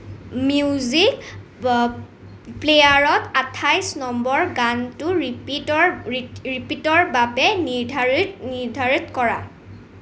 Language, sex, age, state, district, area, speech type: Assamese, female, 18-30, Assam, Nalbari, rural, read